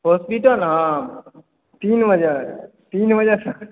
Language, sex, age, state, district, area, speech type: Maithili, male, 18-30, Bihar, Supaul, rural, conversation